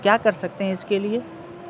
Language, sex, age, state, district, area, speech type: Urdu, male, 30-45, Bihar, Madhubani, rural, spontaneous